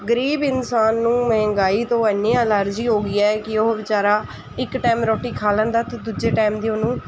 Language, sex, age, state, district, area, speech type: Punjabi, female, 30-45, Punjab, Mansa, urban, spontaneous